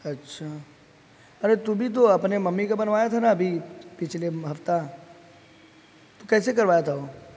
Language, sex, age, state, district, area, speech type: Urdu, male, 30-45, Bihar, East Champaran, urban, spontaneous